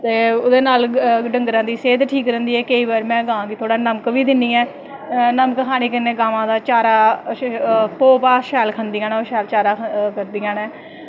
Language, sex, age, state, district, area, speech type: Dogri, female, 30-45, Jammu and Kashmir, Samba, rural, spontaneous